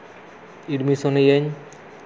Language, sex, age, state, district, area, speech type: Santali, male, 30-45, Jharkhand, East Singhbhum, rural, spontaneous